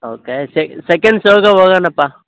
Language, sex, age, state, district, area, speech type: Kannada, male, 18-30, Karnataka, Koppal, rural, conversation